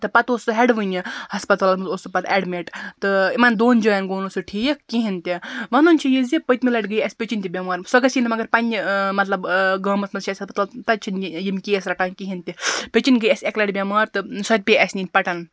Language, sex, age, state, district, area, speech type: Kashmiri, female, 30-45, Jammu and Kashmir, Baramulla, rural, spontaneous